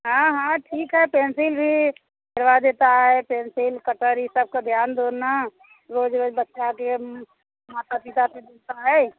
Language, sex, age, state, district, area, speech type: Hindi, female, 30-45, Uttar Pradesh, Bhadohi, rural, conversation